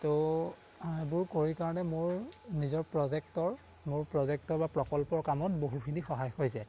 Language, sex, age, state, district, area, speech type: Assamese, male, 18-30, Assam, Majuli, urban, spontaneous